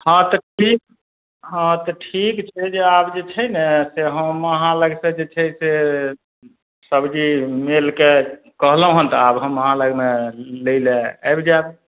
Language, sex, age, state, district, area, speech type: Maithili, male, 45-60, Bihar, Madhubani, rural, conversation